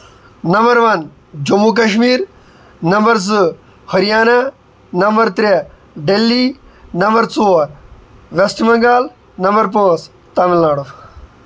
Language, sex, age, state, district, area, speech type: Kashmiri, male, 18-30, Jammu and Kashmir, Shopian, rural, spontaneous